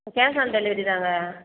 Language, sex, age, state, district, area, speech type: Tamil, female, 45-60, Tamil Nadu, Cuddalore, rural, conversation